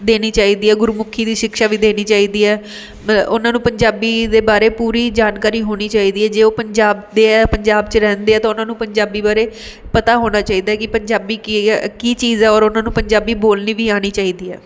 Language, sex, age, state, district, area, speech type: Punjabi, female, 30-45, Punjab, Mohali, urban, spontaneous